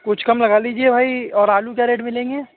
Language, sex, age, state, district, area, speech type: Urdu, male, 60+, Uttar Pradesh, Shahjahanpur, rural, conversation